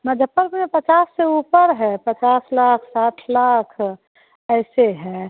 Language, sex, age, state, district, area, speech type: Hindi, female, 30-45, Bihar, Muzaffarpur, rural, conversation